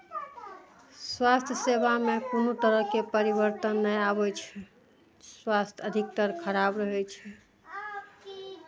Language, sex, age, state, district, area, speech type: Maithili, female, 30-45, Bihar, Araria, rural, spontaneous